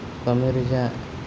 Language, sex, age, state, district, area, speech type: Santali, male, 30-45, Jharkhand, East Singhbhum, rural, spontaneous